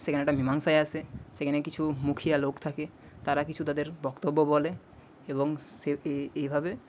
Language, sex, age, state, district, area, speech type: Bengali, male, 30-45, West Bengal, Nadia, rural, spontaneous